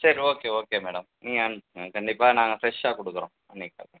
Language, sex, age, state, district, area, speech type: Tamil, male, 45-60, Tamil Nadu, Mayiladuthurai, rural, conversation